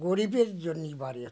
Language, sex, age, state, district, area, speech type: Bengali, male, 60+, West Bengal, Darjeeling, rural, spontaneous